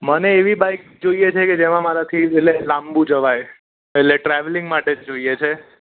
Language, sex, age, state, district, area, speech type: Gujarati, male, 30-45, Gujarat, Surat, urban, conversation